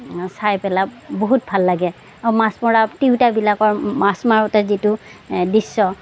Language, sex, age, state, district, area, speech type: Assamese, female, 60+, Assam, Darrang, rural, spontaneous